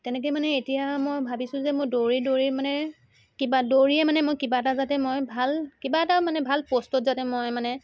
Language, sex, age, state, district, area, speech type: Assamese, female, 18-30, Assam, Sivasagar, urban, spontaneous